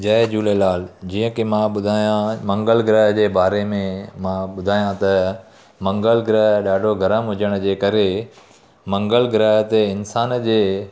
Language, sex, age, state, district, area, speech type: Sindhi, male, 30-45, Gujarat, Surat, urban, spontaneous